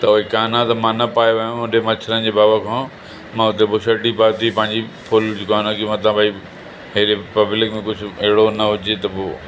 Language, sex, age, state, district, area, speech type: Sindhi, male, 45-60, Uttar Pradesh, Lucknow, rural, spontaneous